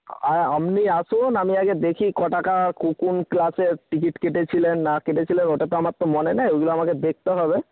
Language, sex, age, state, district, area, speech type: Bengali, male, 45-60, West Bengal, Nadia, rural, conversation